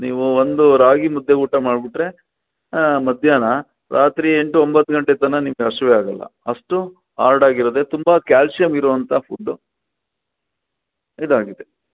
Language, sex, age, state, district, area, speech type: Kannada, male, 60+, Karnataka, Chitradurga, rural, conversation